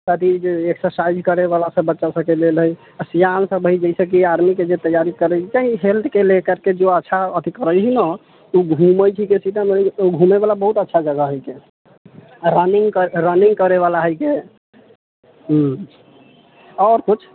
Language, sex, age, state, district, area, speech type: Maithili, male, 18-30, Bihar, Sitamarhi, rural, conversation